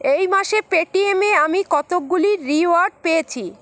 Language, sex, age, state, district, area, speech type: Bengali, female, 45-60, West Bengal, Paschim Bardhaman, urban, read